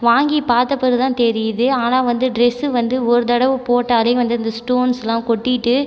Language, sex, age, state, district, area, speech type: Tamil, female, 18-30, Tamil Nadu, Cuddalore, rural, spontaneous